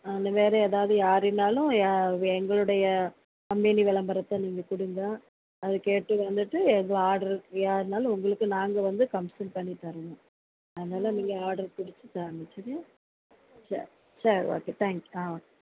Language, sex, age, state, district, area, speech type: Tamil, female, 45-60, Tamil Nadu, Thoothukudi, urban, conversation